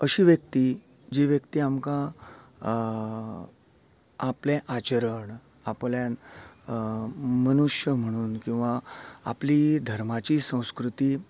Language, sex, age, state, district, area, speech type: Goan Konkani, male, 45-60, Goa, Canacona, rural, spontaneous